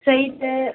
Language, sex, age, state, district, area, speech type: Tamil, female, 18-30, Tamil Nadu, Madurai, urban, conversation